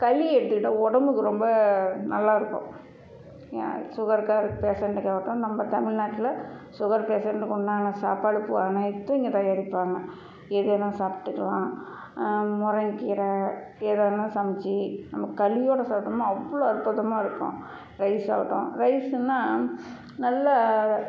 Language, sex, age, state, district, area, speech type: Tamil, female, 45-60, Tamil Nadu, Salem, rural, spontaneous